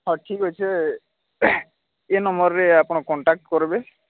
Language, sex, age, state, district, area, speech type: Odia, male, 45-60, Odisha, Nuapada, urban, conversation